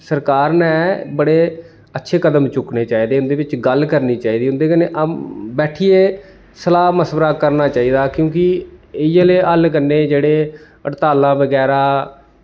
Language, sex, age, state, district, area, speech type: Dogri, male, 30-45, Jammu and Kashmir, Samba, rural, spontaneous